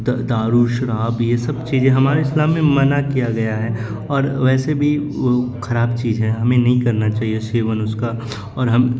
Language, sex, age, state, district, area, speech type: Urdu, male, 30-45, Bihar, Supaul, urban, spontaneous